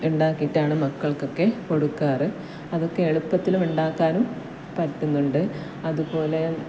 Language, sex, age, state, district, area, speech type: Malayalam, female, 30-45, Kerala, Kasaragod, rural, spontaneous